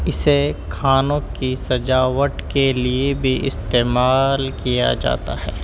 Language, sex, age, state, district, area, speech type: Urdu, male, 18-30, Delhi, Central Delhi, urban, spontaneous